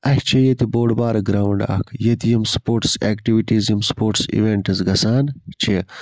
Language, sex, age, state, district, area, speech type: Kashmiri, male, 30-45, Jammu and Kashmir, Budgam, rural, spontaneous